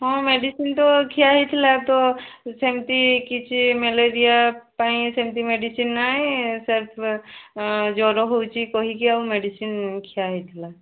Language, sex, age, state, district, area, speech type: Odia, female, 18-30, Odisha, Mayurbhanj, rural, conversation